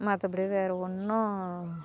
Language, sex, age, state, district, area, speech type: Tamil, female, 45-60, Tamil Nadu, Kallakurichi, urban, spontaneous